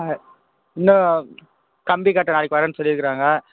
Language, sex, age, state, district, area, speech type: Tamil, male, 18-30, Tamil Nadu, Krishnagiri, rural, conversation